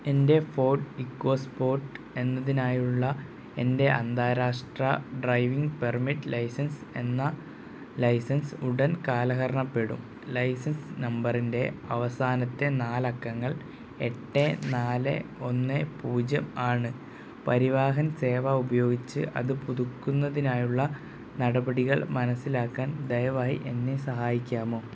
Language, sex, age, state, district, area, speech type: Malayalam, male, 18-30, Kerala, Wayanad, rural, read